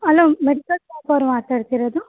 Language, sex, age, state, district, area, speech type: Kannada, female, 18-30, Karnataka, Bellary, urban, conversation